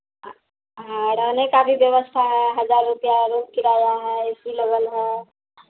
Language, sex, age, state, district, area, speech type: Hindi, female, 45-60, Bihar, Madhepura, rural, conversation